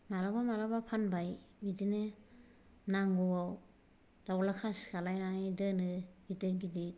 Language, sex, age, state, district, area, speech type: Bodo, female, 45-60, Assam, Kokrajhar, rural, spontaneous